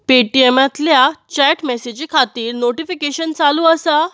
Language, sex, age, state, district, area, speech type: Goan Konkani, female, 30-45, Goa, Bardez, rural, read